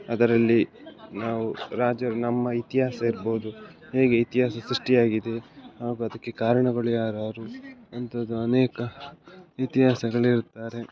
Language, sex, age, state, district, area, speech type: Kannada, male, 18-30, Karnataka, Dakshina Kannada, urban, spontaneous